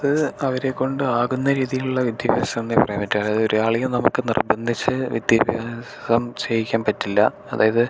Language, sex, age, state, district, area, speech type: Malayalam, male, 18-30, Kerala, Thrissur, rural, spontaneous